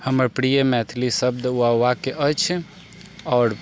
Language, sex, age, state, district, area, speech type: Maithili, male, 45-60, Bihar, Sitamarhi, urban, spontaneous